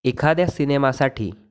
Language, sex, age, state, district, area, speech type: Marathi, male, 18-30, Maharashtra, Sindhudurg, rural, spontaneous